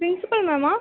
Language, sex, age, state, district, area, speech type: Tamil, female, 18-30, Tamil Nadu, Cuddalore, rural, conversation